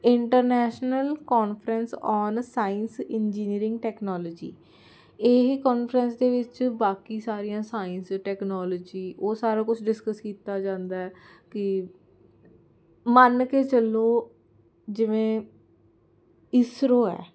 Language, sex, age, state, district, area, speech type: Punjabi, female, 18-30, Punjab, Jalandhar, urban, spontaneous